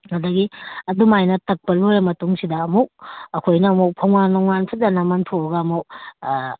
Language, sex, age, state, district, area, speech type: Manipuri, female, 30-45, Manipur, Kakching, rural, conversation